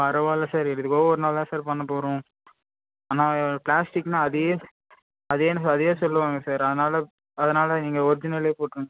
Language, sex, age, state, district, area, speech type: Tamil, male, 18-30, Tamil Nadu, Vellore, rural, conversation